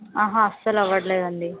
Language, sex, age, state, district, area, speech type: Telugu, female, 18-30, Telangana, Sangareddy, urban, conversation